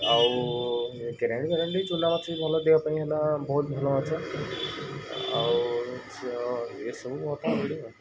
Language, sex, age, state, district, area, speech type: Odia, male, 30-45, Odisha, Puri, urban, spontaneous